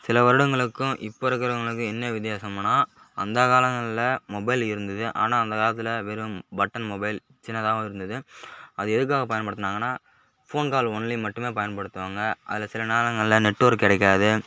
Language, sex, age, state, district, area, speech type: Tamil, male, 18-30, Tamil Nadu, Kallakurichi, urban, spontaneous